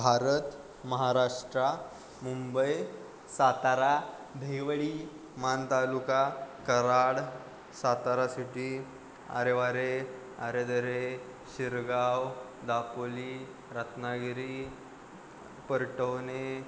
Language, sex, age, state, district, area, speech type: Marathi, male, 18-30, Maharashtra, Ratnagiri, rural, spontaneous